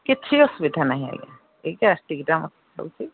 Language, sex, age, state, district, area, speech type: Odia, female, 45-60, Odisha, Angul, rural, conversation